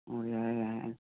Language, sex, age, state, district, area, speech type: Manipuri, male, 18-30, Manipur, Imphal West, rural, conversation